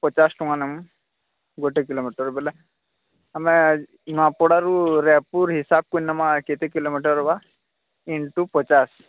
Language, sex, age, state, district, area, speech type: Odia, male, 45-60, Odisha, Nuapada, urban, conversation